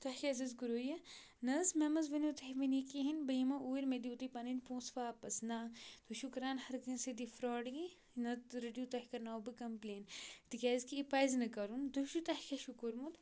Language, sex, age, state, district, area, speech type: Kashmiri, female, 18-30, Jammu and Kashmir, Kupwara, rural, spontaneous